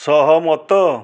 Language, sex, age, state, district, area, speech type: Odia, male, 60+, Odisha, Balasore, rural, read